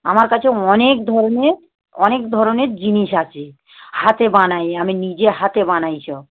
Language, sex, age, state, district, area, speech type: Bengali, female, 45-60, West Bengal, South 24 Parganas, rural, conversation